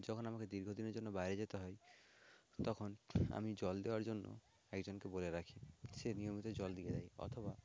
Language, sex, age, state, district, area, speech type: Bengali, male, 18-30, West Bengal, Jhargram, rural, spontaneous